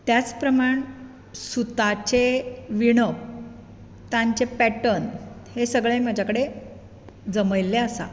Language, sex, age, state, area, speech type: Goan Konkani, female, 45-60, Maharashtra, urban, spontaneous